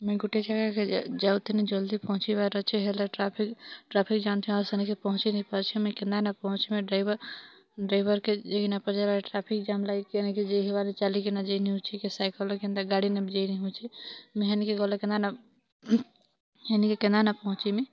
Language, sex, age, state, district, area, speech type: Odia, female, 30-45, Odisha, Kalahandi, rural, spontaneous